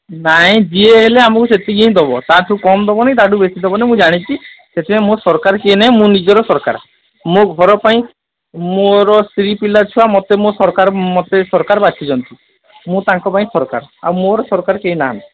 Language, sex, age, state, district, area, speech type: Odia, male, 30-45, Odisha, Sundergarh, urban, conversation